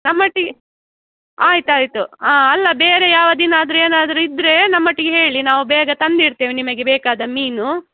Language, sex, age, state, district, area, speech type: Kannada, female, 45-60, Karnataka, Udupi, rural, conversation